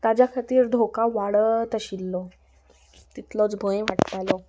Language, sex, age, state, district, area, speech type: Goan Konkani, female, 18-30, Goa, Salcete, urban, spontaneous